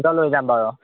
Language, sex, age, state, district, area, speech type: Assamese, male, 18-30, Assam, Majuli, urban, conversation